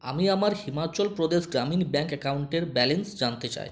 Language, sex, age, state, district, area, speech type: Bengali, male, 18-30, West Bengal, Purulia, rural, read